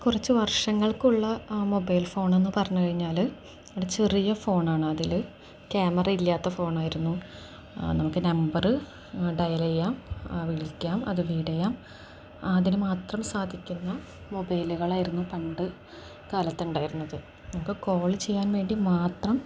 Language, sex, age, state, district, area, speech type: Malayalam, female, 18-30, Kerala, Palakkad, rural, spontaneous